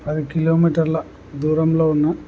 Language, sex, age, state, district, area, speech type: Telugu, male, 18-30, Andhra Pradesh, Kurnool, urban, spontaneous